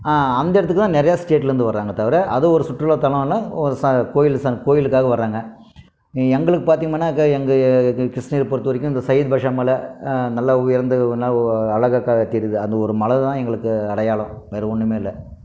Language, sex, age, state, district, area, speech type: Tamil, male, 60+, Tamil Nadu, Krishnagiri, rural, spontaneous